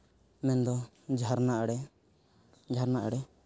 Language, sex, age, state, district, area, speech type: Santali, male, 18-30, Jharkhand, East Singhbhum, rural, spontaneous